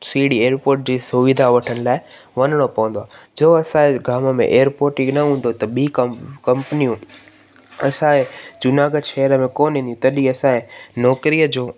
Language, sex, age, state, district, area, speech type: Sindhi, male, 18-30, Gujarat, Junagadh, rural, spontaneous